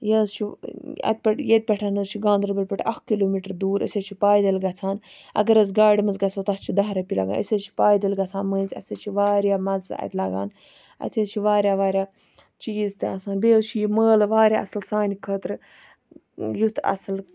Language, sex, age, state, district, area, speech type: Kashmiri, female, 30-45, Jammu and Kashmir, Ganderbal, rural, spontaneous